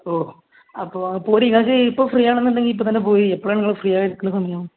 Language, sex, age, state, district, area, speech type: Malayalam, male, 30-45, Kerala, Malappuram, rural, conversation